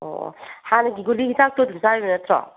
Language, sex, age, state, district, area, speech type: Manipuri, female, 45-60, Manipur, Bishnupur, urban, conversation